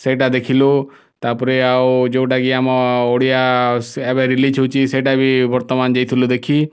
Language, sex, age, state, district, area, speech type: Odia, male, 30-45, Odisha, Kalahandi, rural, spontaneous